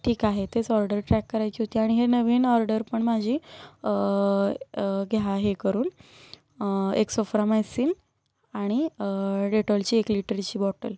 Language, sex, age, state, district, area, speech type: Marathi, female, 18-30, Maharashtra, Satara, urban, spontaneous